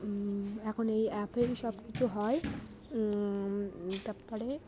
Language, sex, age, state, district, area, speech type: Bengali, female, 18-30, West Bengal, Darjeeling, urban, spontaneous